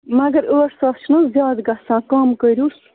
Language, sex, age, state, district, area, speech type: Kashmiri, female, 30-45, Jammu and Kashmir, Bandipora, rural, conversation